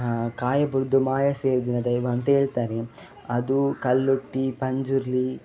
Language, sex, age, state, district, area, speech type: Kannada, male, 18-30, Karnataka, Dakshina Kannada, rural, spontaneous